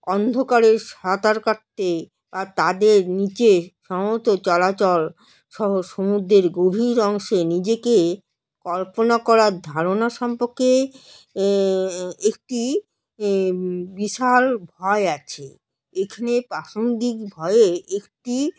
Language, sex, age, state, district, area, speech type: Bengali, female, 45-60, West Bengal, Alipurduar, rural, spontaneous